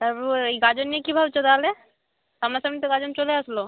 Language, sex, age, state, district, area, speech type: Bengali, female, 30-45, West Bengal, Bankura, urban, conversation